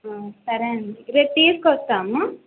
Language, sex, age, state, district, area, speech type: Telugu, female, 18-30, Andhra Pradesh, Kadapa, rural, conversation